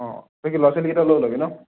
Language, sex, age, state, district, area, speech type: Assamese, male, 45-60, Assam, Morigaon, rural, conversation